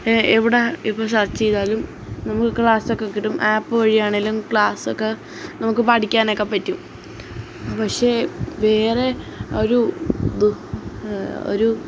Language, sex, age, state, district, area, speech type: Malayalam, female, 18-30, Kerala, Alappuzha, rural, spontaneous